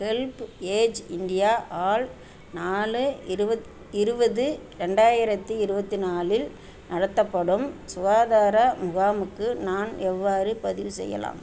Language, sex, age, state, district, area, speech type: Tamil, female, 60+, Tamil Nadu, Perambalur, urban, read